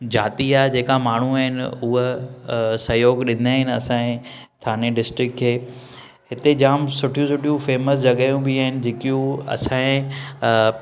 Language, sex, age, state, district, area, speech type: Sindhi, male, 30-45, Maharashtra, Thane, urban, spontaneous